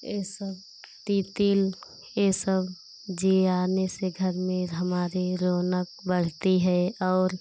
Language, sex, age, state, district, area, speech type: Hindi, female, 30-45, Uttar Pradesh, Pratapgarh, rural, spontaneous